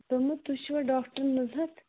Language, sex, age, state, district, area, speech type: Kashmiri, female, 18-30, Jammu and Kashmir, Pulwama, rural, conversation